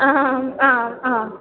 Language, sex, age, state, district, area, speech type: Sanskrit, female, 18-30, Kerala, Kannur, rural, conversation